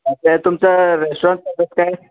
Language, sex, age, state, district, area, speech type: Marathi, male, 18-30, Maharashtra, Sangli, urban, conversation